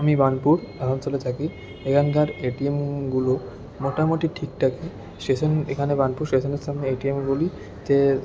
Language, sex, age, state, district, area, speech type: Bengali, male, 18-30, West Bengal, Paschim Bardhaman, rural, spontaneous